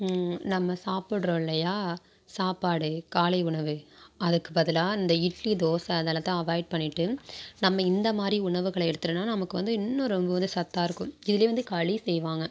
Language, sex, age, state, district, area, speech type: Tamil, female, 45-60, Tamil Nadu, Tiruvarur, rural, spontaneous